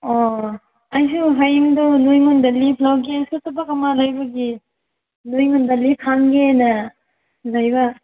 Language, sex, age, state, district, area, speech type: Manipuri, female, 18-30, Manipur, Senapati, urban, conversation